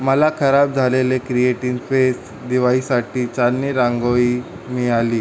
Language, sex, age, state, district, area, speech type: Marathi, male, 18-30, Maharashtra, Mumbai City, urban, read